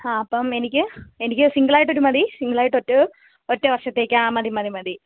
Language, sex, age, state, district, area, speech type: Malayalam, female, 18-30, Kerala, Kozhikode, rural, conversation